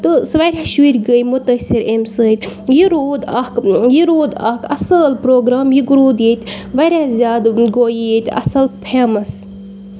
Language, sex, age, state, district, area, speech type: Kashmiri, female, 30-45, Jammu and Kashmir, Bandipora, rural, spontaneous